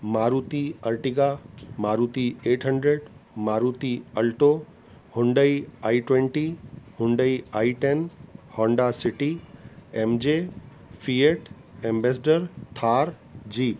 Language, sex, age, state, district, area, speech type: Sindhi, male, 45-60, Uttar Pradesh, Lucknow, rural, spontaneous